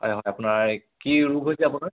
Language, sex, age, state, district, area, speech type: Assamese, male, 18-30, Assam, Charaideo, urban, conversation